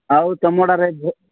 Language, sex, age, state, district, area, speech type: Odia, male, 30-45, Odisha, Nabarangpur, urban, conversation